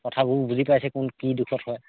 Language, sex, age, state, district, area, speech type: Assamese, male, 30-45, Assam, Sivasagar, rural, conversation